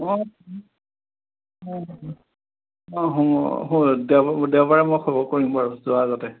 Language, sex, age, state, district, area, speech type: Assamese, male, 60+, Assam, Charaideo, urban, conversation